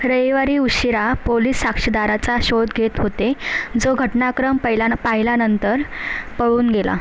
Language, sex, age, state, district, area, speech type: Marathi, female, 18-30, Maharashtra, Thane, urban, read